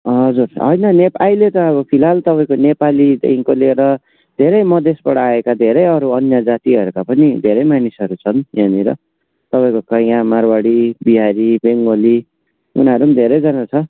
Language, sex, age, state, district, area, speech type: Nepali, male, 18-30, West Bengal, Darjeeling, rural, conversation